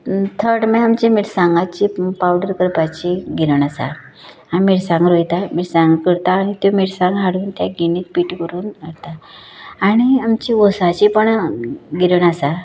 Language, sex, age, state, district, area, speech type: Goan Konkani, female, 30-45, Goa, Canacona, rural, spontaneous